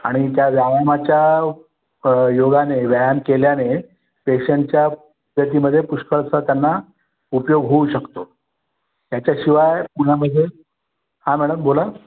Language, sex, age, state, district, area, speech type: Marathi, male, 60+, Maharashtra, Pune, urban, conversation